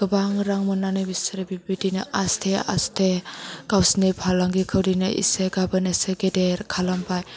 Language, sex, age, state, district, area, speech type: Bodo, female, 30-45, Assam, Chirang, rural, spontaneous